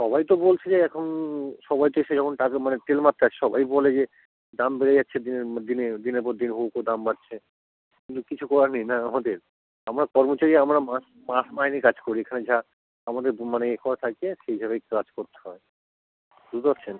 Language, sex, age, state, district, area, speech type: Bengali, male, 18-30, West Bengal, South 24 Parganas, rural, conversation